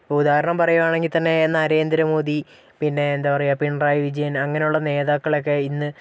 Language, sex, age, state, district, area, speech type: Malayalam, male, 18-30, Kerala, Wayanad, rural, spontaneous